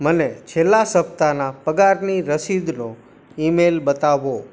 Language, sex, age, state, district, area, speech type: Gujarati, male, 45-60, Gujarat, Morbi, rural, read